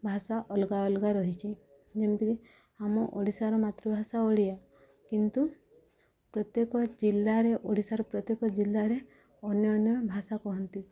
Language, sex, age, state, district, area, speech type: Odia, female, 45-60, Odisha, Subarnapur, urban, spontaneous